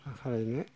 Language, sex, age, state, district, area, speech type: Bodo, male, 45-60, Assam, Chirang, rural, spontaneous